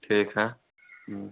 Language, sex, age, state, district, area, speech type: Hindi, male, 18-30, Bihar, Vaishali, rural, conversation